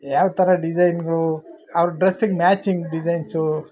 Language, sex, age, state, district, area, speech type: Kannada, male, 45-60, Karnataka, Bangalore Rural, rural, spontaneous